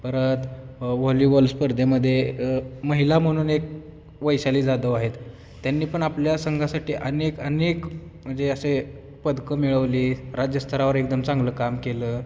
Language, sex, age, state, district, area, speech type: Marathi, male, 18-30, Maharashtra, Osmanabad, rural, spontaneous